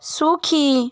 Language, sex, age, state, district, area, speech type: Bengali, female, 18-30, West Bengal, Hooghly, urban, read